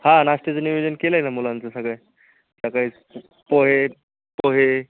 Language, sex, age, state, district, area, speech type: Marathi, male, 18-30, Maharashtra, Jalna, rural, conversation